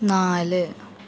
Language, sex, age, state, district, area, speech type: Malayalam, female, 30-45, Kerala, Palakkad, urban, read